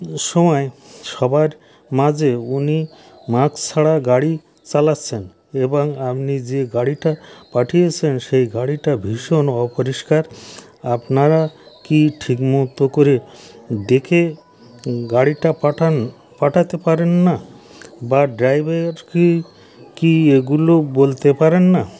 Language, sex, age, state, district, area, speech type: Bengali, male, 60+, West Bengal, North 24 Parganas, rural, spontaneous